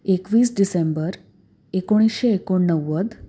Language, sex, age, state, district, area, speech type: Marathi, female, 30-45, Maharashtra, Pune, urban, spontaneous